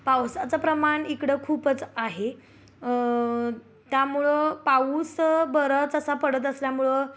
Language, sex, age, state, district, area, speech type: Marathi, female, 30-45, Maharashtra, Kolhapur, rural, spontaneous